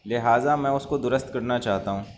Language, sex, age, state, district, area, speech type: Urdu, male, 18-30, Uttar Pradesh, Shahjahanpur, urban, spontaneous